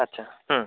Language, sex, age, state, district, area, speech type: Bengali, male, 30-45, West Bengal, Jalpaiguri, rural, conversation